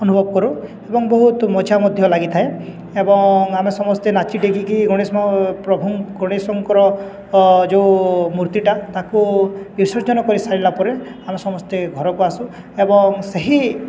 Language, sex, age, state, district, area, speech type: Odia, male, 18-30, Odisha, Balangir, urban, spontaneous